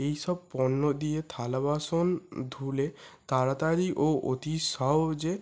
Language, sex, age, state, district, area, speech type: Bengali, male, 18-30, West Bengal, North 24 Parganas, urban, spontaneous